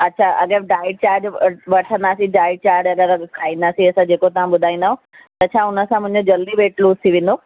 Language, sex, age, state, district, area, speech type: Sindhi, female, 45-60, Delhi, South Delhi, rural, conversation